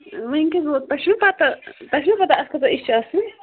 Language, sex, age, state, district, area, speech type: Kashmiri, female, 18-30, Jammu and Kashmir, Budgam, rural, conversation